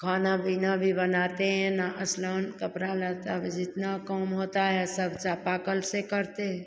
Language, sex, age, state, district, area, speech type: Hindi, female, 60+, Bihar, Begusarai, rural, spontaneous